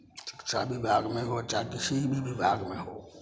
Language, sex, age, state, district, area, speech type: Maithili, male, 30-45, Bihar, Samastipur, rural, spontaneous